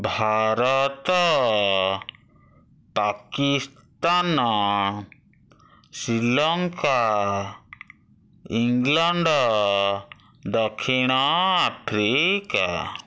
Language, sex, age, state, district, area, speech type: Odia, male, 60+, Odisha, Bhadrak, rural, spontaneous